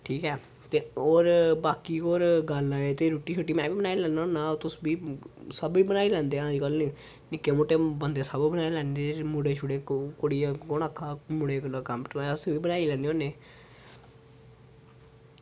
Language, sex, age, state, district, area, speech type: Dogri, male, 18-30, Jammu and Kashmir, Samba, rural, spontaneous